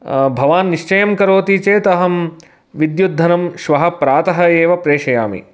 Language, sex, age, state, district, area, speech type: Sanskrit, male, 30-45, Karnataka, Mysore, urban, spontaneous